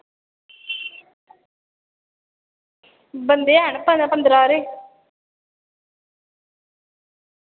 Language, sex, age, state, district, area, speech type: Dogri, female, 18-30, Jammu and Kashmir, Samba, rural, conversation